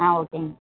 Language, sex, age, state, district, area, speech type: Tamil, male, 30-45, Tamil Nadu, Tenkasi, rural, conversation